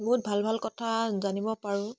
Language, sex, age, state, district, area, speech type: Assamese, female, 18-30, Assam, Charaideo, rural, spontaneous